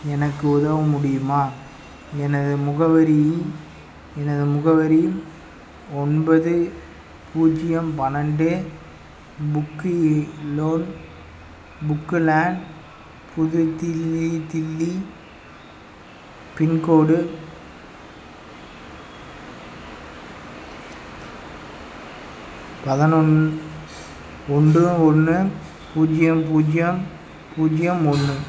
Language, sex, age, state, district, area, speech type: Tamil, male, 18-30, Tamil Nadu, Madurai, urban, read